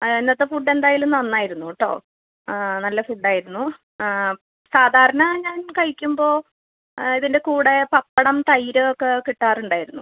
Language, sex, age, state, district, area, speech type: Malayalam, female, 30-45, Kerala, Ernakulam, rural, conversation